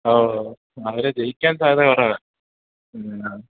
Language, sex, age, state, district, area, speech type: Malayalam, male, 18-30, Kerala, Idukki, rural, conversation